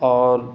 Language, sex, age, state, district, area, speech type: Urdu, male, 18-30, Bihar, Gaya, urban, spontaneous